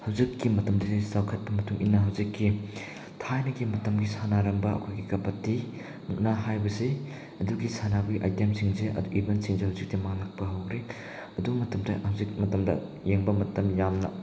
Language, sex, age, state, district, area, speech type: Manipuri, male, 18-30, Manipur, Chandel, rural, spontaneous